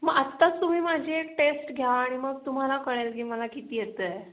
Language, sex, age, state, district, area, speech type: Marathi, female, 30-45, Maharashtra, Pune, urban, conversation